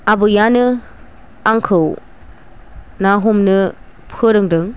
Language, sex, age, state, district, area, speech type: Bodo, female, 45-60, Assam, Chirang, rural, spontaneous